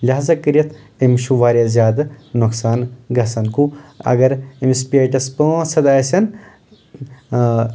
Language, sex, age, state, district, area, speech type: Kashmiri, male, 18-30, Jammu and Kashmir, Anantnag, rural, spontaneous